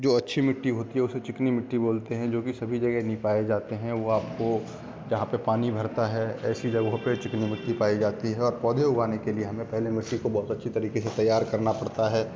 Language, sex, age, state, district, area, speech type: Hindi, male, 30-45, Bihar, Darbhanga, rural, spontaneous